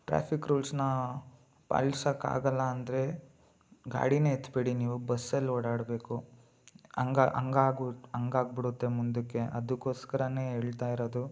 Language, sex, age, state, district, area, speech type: Kannada, male, 18-30, Karnataka, Mysore, urban, spontaneous